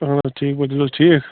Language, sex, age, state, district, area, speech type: Kashmiri, male, 30-45, Jammu and Kashmir, Bandipora, rural, conversation